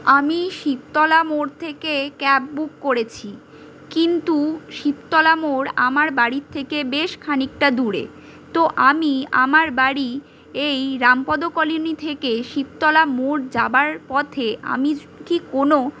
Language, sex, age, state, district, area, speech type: Bengali, female, 45-60, West Bengal, Purulia, urban, spontaneous